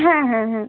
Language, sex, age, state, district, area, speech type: Bengali, female, 18-30, West Bengal, Bankura, urban, conversation